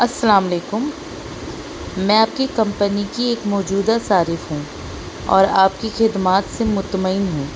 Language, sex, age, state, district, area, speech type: Urdu, female, 18-30, Delhi, North East Delhi, urban, spontaneous